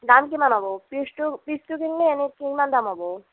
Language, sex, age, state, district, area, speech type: Assamese, female, 30-45, Assam, Nagaon, urban, conversation